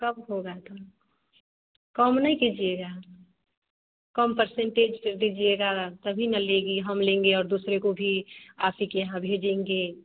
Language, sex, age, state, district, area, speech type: Hindi, female, 30-45, Bihar, Samastipur, rural, conversation